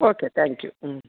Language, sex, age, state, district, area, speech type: Tamil, female, 60+, Tamil Nadu, Erode, rural, conversation